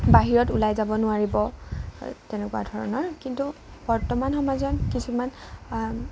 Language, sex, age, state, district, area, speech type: Assamese, female, 18-30, Assam, Lakhimpur, rural, spontaneous